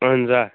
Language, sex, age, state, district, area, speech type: Kashmiri, male, 18-30, Jammu and Kashmir, Kupwara, urban, conversation